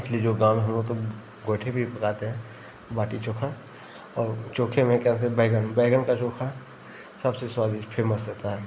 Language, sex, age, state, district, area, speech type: Hindi, male, 30-45, Uttar Pradesh, Ghazipur, urban, spontaneous